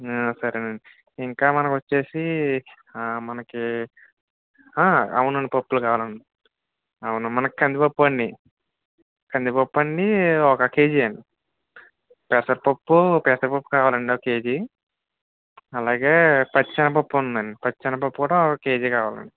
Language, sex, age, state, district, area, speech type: Telugu, male, 30-45, Andhra Pradesh, Kakinada, rural, conversation